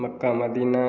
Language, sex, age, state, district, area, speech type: Hindi, male, 30-45, Bihar, Samastipur, rural, spontaneous